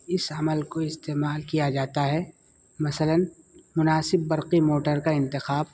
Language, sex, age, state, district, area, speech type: Urdu, male, 30-45, Uttar Pradesh, Muzaffarnagar, urban, spontaneous